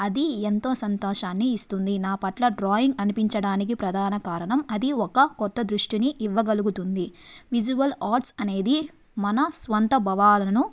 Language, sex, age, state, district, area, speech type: Telugu, female, 30-45, Andhra Pradesh, Nellore, urban, spontaneous